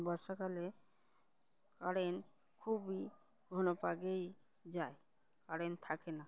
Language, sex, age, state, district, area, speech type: Bengali, female, 45-60, West Bengal, Uttar Dinajpur, urban, spontaneous